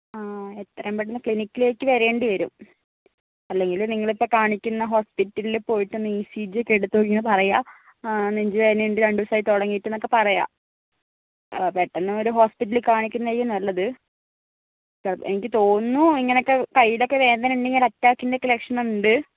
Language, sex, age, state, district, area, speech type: Malayalam, female, 60+, Kerala, Kozhikode, urban, conversation